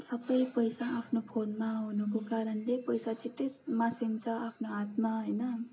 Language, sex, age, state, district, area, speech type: Nepali, female, 30-45, West Bengal, Darjeeling, rural, spontaneous